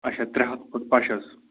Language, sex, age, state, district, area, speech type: Kashmiri, male, 30-45, Jammu and Kashmir, Bandipora, rural, conversation